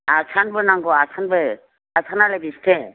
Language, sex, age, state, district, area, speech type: Bodo, female, 60+, Assam, Chirang, rural, conversation